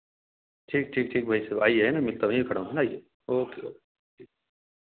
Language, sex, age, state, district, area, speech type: Hindi, male, 30-45, Madhya Pradesh, Ujjain, urban, conversation